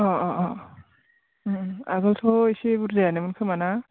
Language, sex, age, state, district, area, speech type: Bodo, male, 18-30, Assam, Baksa, rural, conversation